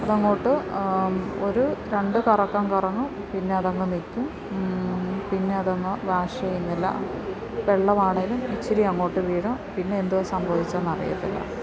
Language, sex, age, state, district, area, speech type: Malayalam, female, 30-45, Kerala, Alappuzha, rural, spontaneous